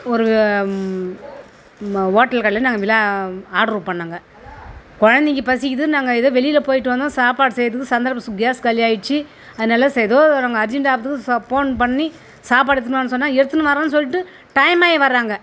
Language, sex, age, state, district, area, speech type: Tamil, female, 60+, Tamil Nadu, Tiruvannamalai, rural, spontaneous